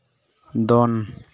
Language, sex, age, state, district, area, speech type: Santali, male, 18-30, West Bengal, Purulia, rural, read